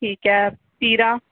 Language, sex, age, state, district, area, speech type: Punjabi, female, 18-30, Punjab, Mohali, urban, conversation